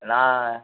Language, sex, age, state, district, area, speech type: Tamil, male, 18-30, Tamil Nadu, Thoothukudi, rural, conversation